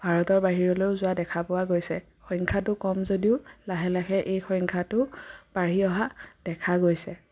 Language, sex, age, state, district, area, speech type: Assamese, female, 18-30, Assam, Sonitpur, rural, spontaneous